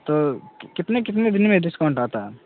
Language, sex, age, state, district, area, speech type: Urdu, male, 18-30, Bihar, Saharsa, rural, conversation